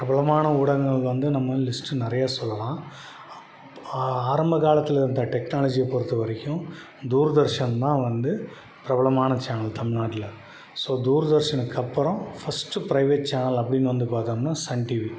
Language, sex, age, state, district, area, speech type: Tamil, male, 30-45, Tamil Nadu, Salem, urban, spontaneous